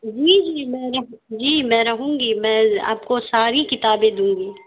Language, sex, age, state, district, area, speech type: Urdu, female, 18-30, Bihar, Saharsa, urban, conversation